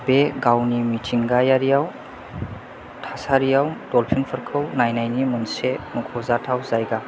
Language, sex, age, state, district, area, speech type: Bodo, male, 18-30, Assam, Chirang, urban, read